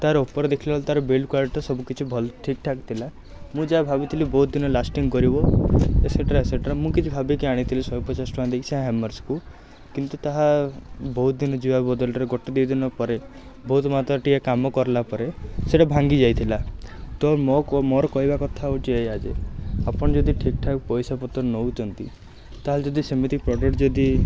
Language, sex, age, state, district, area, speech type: Odia, male, 18-30, Odisha, Rayagada, urban, spontaneous